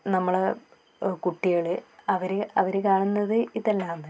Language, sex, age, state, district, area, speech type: Malayalam, female, 30-45, Kerala, Kannur, rural, spontaneous